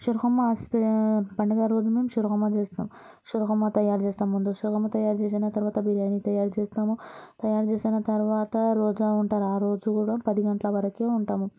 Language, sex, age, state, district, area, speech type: Telugu, female, 18-30, Telangana, Vikarabad, urban, spontaneous